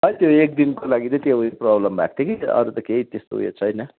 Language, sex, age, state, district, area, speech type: Nepali, male, 30-45, West Bengal, Darjeeling, rural, conversation